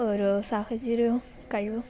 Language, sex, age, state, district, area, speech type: Malayalam, female, 18-30, Kerala, Kollam, rural, spontaneous